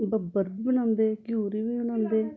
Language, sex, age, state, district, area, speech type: Dogri, female, 45-60, Jammu and Kashmir, Samba, urban, spontaneous